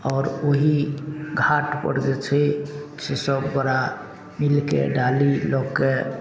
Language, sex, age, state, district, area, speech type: Maithili, male, 45-60, Bihar, Madhubani, rural, spontaneous